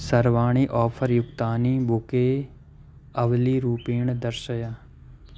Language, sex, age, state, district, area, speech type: Sanskrit, male, 18-30, Madhya Pradesh, Katni, rural, read